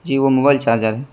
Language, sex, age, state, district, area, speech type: Urdu, male, 18-30, Delhi, East Delhi, urban, spontaneous